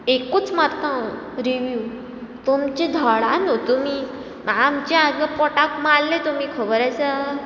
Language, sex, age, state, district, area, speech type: Goan Konkani, female, 18-30, Goa, Ponda, rural, spontaneous